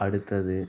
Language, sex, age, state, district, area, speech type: Tamil, male, 30-45, Tamil Nadu, Tiruchirappalli, rural, spontaneous